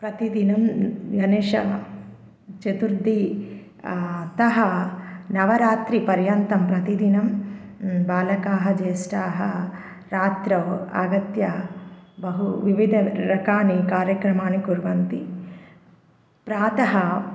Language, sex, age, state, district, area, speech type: Sanskrit, female, 30-45, Andhra Pradesh, Bapatla, urban, spontaneous